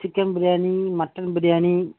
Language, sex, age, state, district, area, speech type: Tamil, male, 45-60, Tamil Nadu, Cuddalore, rural, conversation